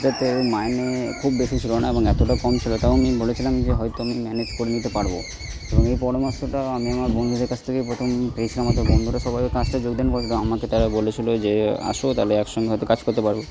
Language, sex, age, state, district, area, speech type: Bengali, male, 30-45, West Bengal, Purba Bardhaman, rural, spontaneous